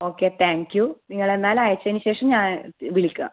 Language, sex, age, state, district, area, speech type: Malayalam, female, 30-45, Kerala, Kannur, rural, conversation